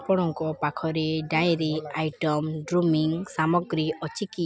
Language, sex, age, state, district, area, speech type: Odia, female, 18-30, Odisha, Balangir, urban, read